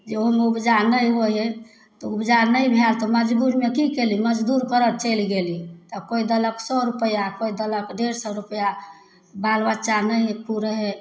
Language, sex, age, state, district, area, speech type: Maithili, female, 45-60, Bihar, Samastipur, rural, spontaneous